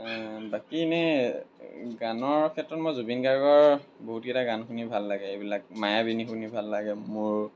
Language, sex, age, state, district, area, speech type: Assamese, male, 18-30, Assam, Lakhimpur, rural, spontaneous